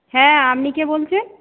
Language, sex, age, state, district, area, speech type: Bengali, female, 45-60, West Bengal, Purba Bardhaman, urban, conversation